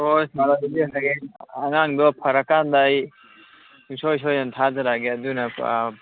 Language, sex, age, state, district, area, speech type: Manipuri, male, 30-45, Manipur, Kakching, rural, conversation